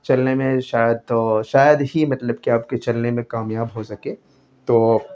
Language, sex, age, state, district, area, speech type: Urdu, male, 18-30, Delhi, North West Delhi, urban, spontaneous